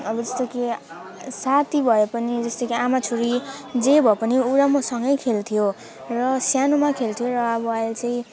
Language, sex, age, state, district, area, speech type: Nepali, female, 18-30, West Bengal, Alipurduar, urban, spontaneous